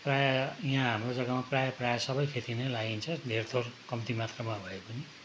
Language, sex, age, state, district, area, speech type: Nepali, male, 60+, West Bengal, Darjeeling, rural, spontaneous